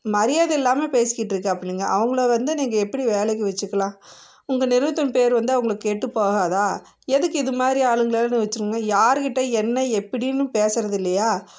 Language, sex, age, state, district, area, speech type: Tamil, female, 30-45, Tamil Nadu, Namakkal, rural, spontaneous